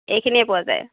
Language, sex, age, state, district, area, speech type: Assamese, female, 18-30, Assam, Nagaon, rural, conversation